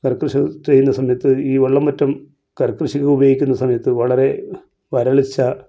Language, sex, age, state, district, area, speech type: Malayalam, male, 45-60, Kerala, Kasaragod, rural, spontaneous